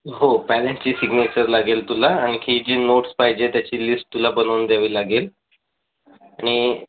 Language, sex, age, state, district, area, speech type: Marathi, female, 18-30, Maharashtra, Bhandara, urban, conversation